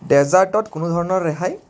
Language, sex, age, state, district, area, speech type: Assamese, male, 18-30, Assam, Kamrup Metropolitan, urban, read